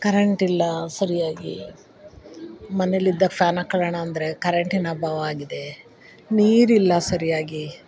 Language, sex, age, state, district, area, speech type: Kannada, female, 45-60, Karnataka, Chikkamagaluru, rural, spontaneous